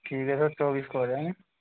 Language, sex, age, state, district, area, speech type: Hindi, male, 30-45, Rajasthan, Bharatpur, rural, conversation